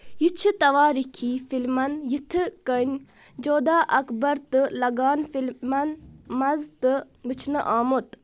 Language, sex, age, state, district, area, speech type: Kashmiri, female, 18-30, Jammu and Kashmir, Budgam, rural, read